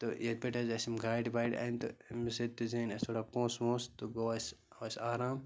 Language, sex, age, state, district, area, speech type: Kashmiri, male, 45-60, Jammu and Kashmir, Bandipora, rural, spontaneous